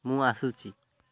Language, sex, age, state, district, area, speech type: Odia, male, 18-30, Odisha, Malkangiri, urban, spontaneous